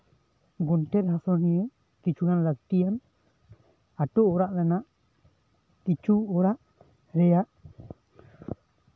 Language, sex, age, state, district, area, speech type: Santali, male, 18-30, West Bengal, Bankura, rural, spontaneous